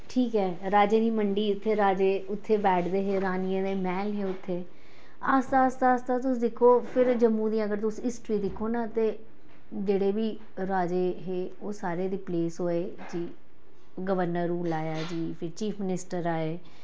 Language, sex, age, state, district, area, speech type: Dogri, female, 45-60, Jammu and Kashmir, Jammu, urban, spontaneous